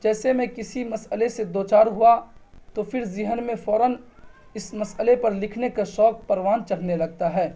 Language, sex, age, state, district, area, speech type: Urdu, male, 18-30, Bihar, Purnia, rural, spontaneous